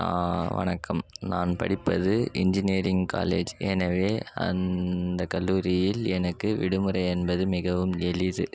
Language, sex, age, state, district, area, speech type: Tamil, male, 18-30, Tamil Nadu, Tiruvannamalai, rural, spontaneous